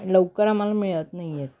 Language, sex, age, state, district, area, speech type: Marathi, female, 45-60, Maharashtra, Sangli, urban, spontaneous